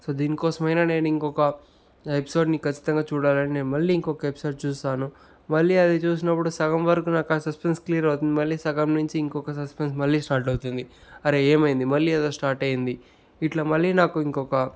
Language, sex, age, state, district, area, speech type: Telugu, male, 30-45, Andhra Pradesh, Sri Balaji, rural, spontaneous